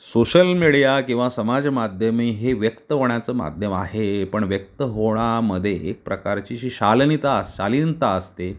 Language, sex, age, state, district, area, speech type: Marathi, male, 45-60, Maharashtra, Sindhudurg, rural, spontaneous